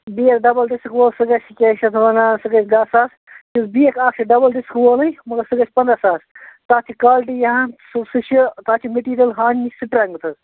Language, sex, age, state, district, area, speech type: Kashmiri, male, 30-45, Jammu and Kashmir, Bandipora, rural, conversation